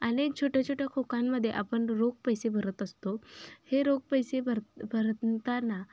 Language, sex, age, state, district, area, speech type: Marathi, female, 18-30, Maharashtra, Sangli, rural, spontaneous